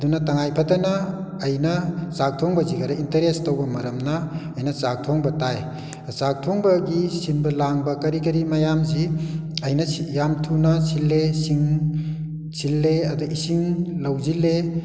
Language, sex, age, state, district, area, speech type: Manipuri, male, 60+, Manipur, Kakching, rural, spontaneous